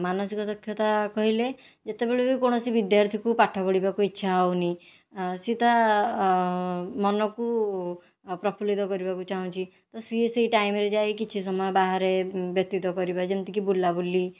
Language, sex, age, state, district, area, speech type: Odia, female, 18-30, Odisha, Khordha, rural, spontaneous